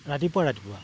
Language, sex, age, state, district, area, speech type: Assamese, male, 60+, Assam, Golaghat, urban, spontaneous